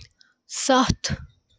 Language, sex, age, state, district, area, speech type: Kashmiri, female, 18-30, Jammu and Kashmir, Kupwara, rural, read